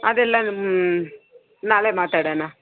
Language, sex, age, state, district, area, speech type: Kannada, female, 45-60, Karnataka, Bangalore Rural, rural, conversation